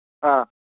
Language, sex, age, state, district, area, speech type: Manipuri, male, 18-30, Manipur, Kangpokpi, urban, conversation